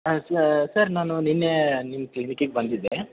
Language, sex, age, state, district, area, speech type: Kannada, male, 18-30, Karnataka, Dharwad, urban, conversation